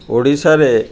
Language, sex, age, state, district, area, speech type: Odia, male, 60+, Odisha, Kendrapara, urban, spontaneous